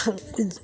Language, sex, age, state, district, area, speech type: Assamese, female, 30-45, Assam, Udalguri, rural, spontaneous